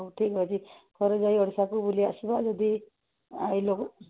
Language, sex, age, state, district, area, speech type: Odia, female, 45-60, Odisha, Sambalpur, rural, conversation